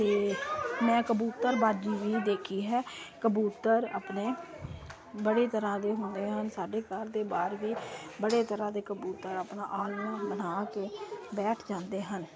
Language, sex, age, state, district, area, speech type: Punjabi, female, 30-45, Punjab, Kapurthala, urban, spontaneous